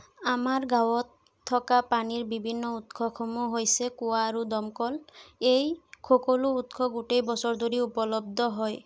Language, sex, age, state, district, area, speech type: Assamese, female, 18-30, Assam, Sonitpur, rural, spontaneous